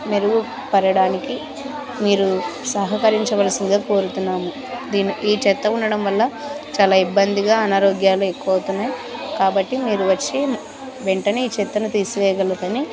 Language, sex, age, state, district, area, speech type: Telugu, female, 30-45, Andhra Pradesh, Kurnool, rural, spontaneous